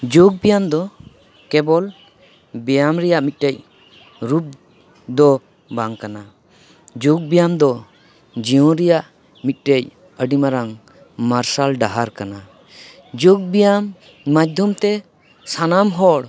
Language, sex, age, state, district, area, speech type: Santali, male, 30-45, West Bengal, Paschim Bardhaman, urban, spontaneous